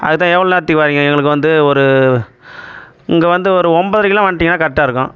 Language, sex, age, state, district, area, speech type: Tamil, male, 45-60, Tamil Nadu, Tiruvannamalai, rural, spontaneous